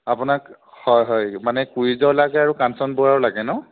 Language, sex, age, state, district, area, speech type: Assamese, male, 30-45, Assam, Jorhat, urban, conversation